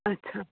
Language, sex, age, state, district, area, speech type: Sindhi, female, 30-45, Rajasthan, Ajmer, urban, conversation